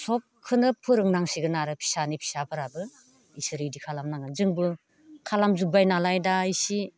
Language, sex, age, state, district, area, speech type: Bodo, female, 60+, Assam, Baksa, rural, spontaneous